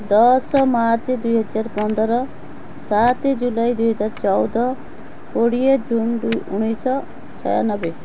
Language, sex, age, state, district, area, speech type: Odia, female, 45-60, Odisha, Cuttack, urban, spontaneous